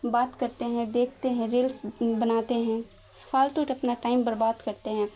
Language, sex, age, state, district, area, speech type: Urdu, female, 18-30, Bihar, Khagaria, rural, spontaneous